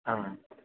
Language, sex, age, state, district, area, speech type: Malayalam, male, 18-30, Kerala, Malappuram, rural, conversation